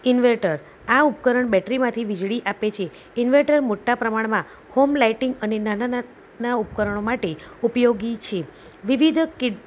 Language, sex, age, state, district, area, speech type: Gujarati, female, 30-45, Gujarat, Kheda, rural, spontaneous